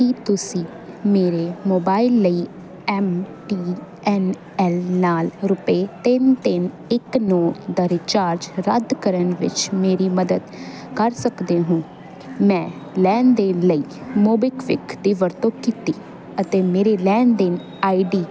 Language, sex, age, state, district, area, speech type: Punjabi, female, 18-30, Punjab, Jalandhar, urban, read